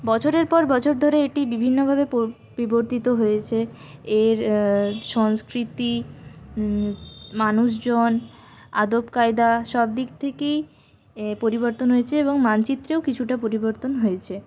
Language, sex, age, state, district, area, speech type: Bengali, female, 60+, West Bengal, Purulia, urban, spontaneous